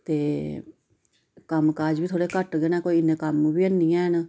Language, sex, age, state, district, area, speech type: Dogri, female, 30-45, Jammu and Kashmir, Samba, urban, spontaneous